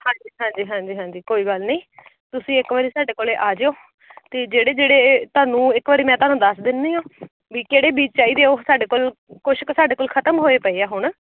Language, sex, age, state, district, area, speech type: Punjabi, female, 30-45, Punjab, Bathinda, urban, conversation